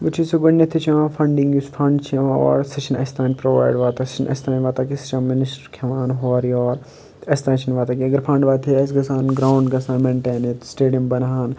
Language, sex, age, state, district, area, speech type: Kashmiri, male, 18-30, Jammu and Kashmir, Kupwara, urban, spontaneous